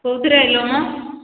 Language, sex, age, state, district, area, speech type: Odia, female, 45-60, Odisha, Angul, rural, conversation